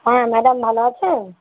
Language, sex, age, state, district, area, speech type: Bengali, female, 30-45, West Bengal, Howrah, urban, conversation